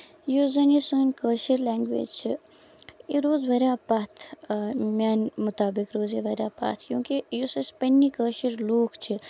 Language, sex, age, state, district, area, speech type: Kashmiri, female, 18-30, Jammu and Kashmir, Baramulla, rural, spontaneous